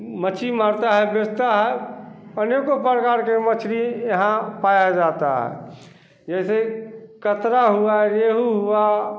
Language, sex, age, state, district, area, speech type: Hindi, male, 45-60, Bihar, Samastipur, rural, spontaneous